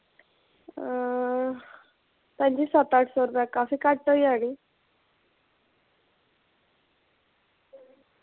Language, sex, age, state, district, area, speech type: Dogri, female, 45-60, Jammu and Kashmir, Reasi, urban, conversation